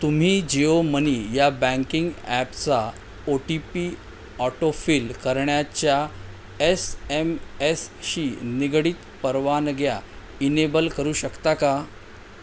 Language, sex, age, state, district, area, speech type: Marathi, male, 45-60, Maharashtra, Mumbai Suburban, urban, read